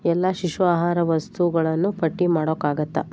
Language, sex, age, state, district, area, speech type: Kannada, female, 18-30, Karnataka, Shimoga, rural, read